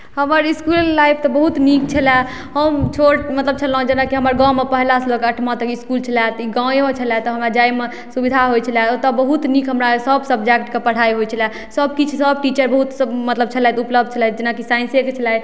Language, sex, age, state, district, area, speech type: Maithili, female, 18-30, Bihar, Madhubani, rural, spontaneous